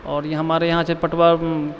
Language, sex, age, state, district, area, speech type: Maithili, male, 18-30, Bihar, Purnia, urban, spontaneous